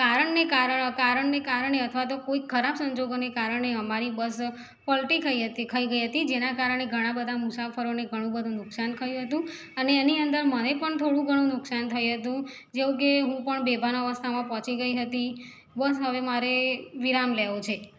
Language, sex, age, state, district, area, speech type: Gujarati, female, 45-60, Gujarat, Mehsana, rural, spontaneous